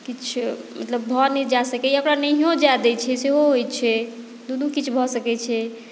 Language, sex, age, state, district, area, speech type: Maithili, female, 30-45, Bihar, Madhubani, rural, spontaneous